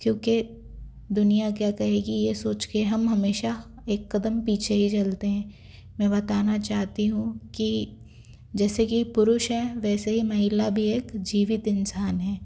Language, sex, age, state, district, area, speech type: Hindi, female, 30-45, Madhya Pradesh, Bhopal, urban, spontaneous